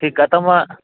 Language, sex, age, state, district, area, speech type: Sindhi, male, 45-60, Gujarat, Kutch, urban, conversation